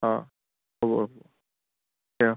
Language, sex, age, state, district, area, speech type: Assamese, male, 18-30, Assam, Goalpara, urban, conversation